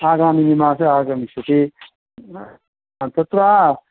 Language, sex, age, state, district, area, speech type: Sanskrit, male, 60+, Karnataka, Shimoga, rural, conversation